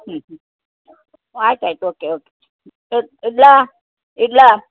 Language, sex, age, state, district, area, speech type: Kannada, female, 60+, Karnataka, Uttara Kannada, rural, conversation